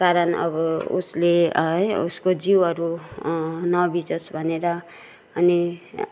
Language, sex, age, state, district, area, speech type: Nepali, female, 60+, West Bengal, Kalimpong, rural, spontaneous